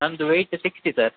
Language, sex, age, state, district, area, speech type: Kannada, male, 30-45, Karnataka, Udupi, rural, conversation